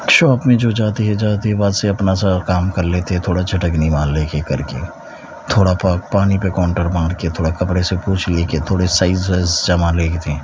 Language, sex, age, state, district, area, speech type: Urdu, male, 45-60, Telangana, Hyderabad, urban, spontaneous